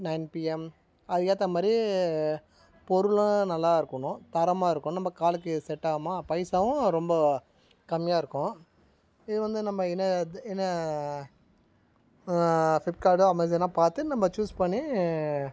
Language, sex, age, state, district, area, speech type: Tamil, male, 45-60, Tamil Nadu, Tiruvannamalai, rural, spontaneous